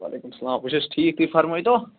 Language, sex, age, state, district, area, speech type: Kashmiri, male, 18-30, Jammu and Kashmir, Ganderbal, rural, conversation